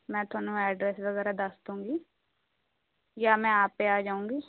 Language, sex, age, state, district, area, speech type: Punjabi, female, 18-30, Punjab, Shaheed Bhagat Singh Nagar, rural, conversation